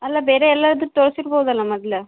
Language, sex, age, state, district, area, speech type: Kannada, female, 30-45, Karnataka, Gulbarga, urban, conversation